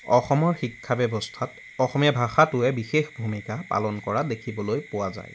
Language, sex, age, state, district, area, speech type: Assamese, male, 18-30, Assam, Jorhat, urban, spontaneous